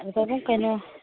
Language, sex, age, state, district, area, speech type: Manipuri, female, 60+, Manipur, Imphal East, rural, conversation